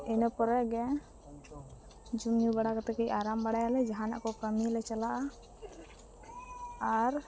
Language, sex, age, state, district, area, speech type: Santali, female, 30-45, Jharkhand, East Singhbhum, rural, spontaneous